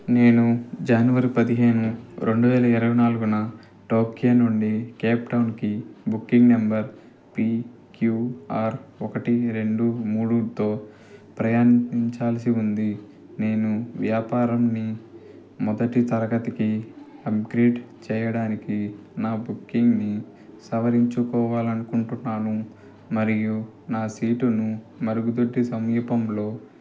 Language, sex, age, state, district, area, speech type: Telugu, male, 30-45, Andhra Pradesh, Nellore, urban, read